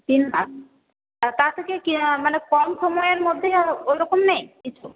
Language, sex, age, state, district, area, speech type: Bengali, female, 18-30, West Bengal, Paschim Bardhaman, rural, conversation